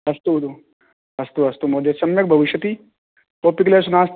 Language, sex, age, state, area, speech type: Sanskrit, male, 18-30, Rajasthan, urban, conversation